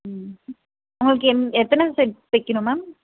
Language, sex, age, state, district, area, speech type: Tamil, female, 18-30, Tamil Nadu, Krishnagiri, rural, conversation